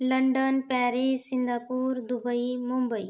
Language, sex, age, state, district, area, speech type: Marathi, female, 30-45, Maharashtra, Yavatmal, rural, spontaneous